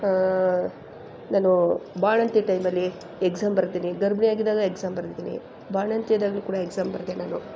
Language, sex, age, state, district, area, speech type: Kannada, female, 45-60, Karnataka, Chamarajanagar, rural, spontaneous